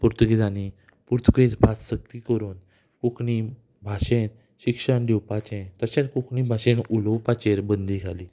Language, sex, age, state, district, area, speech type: Goan Konkani, male, 18-30, Goa, Ponda, rural, spontaneous